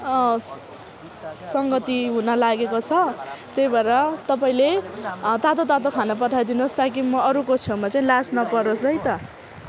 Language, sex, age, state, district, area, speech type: Nepali, female, 18-30, West Bengal, Alipurduar, rural, spontaneous